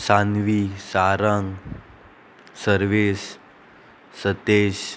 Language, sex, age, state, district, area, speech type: Goan Konkani, female, 18-30, Goa, Murmgao, urban, spontaneous